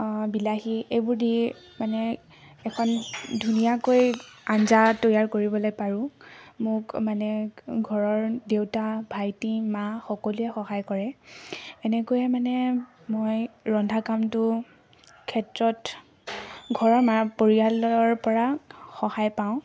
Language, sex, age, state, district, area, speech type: Assamese, female, 18-30, Assam, Tinsukia, urban, spontaneous